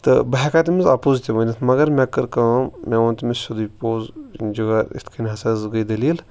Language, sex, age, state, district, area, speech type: Kashmiri, male, 18-30, Jammu and Kashmir, Pulwama, rural, spontaneous